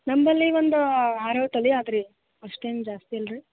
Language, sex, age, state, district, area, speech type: Kannada, female, 18-30, Karnataka, Gulbarga, urban, conversation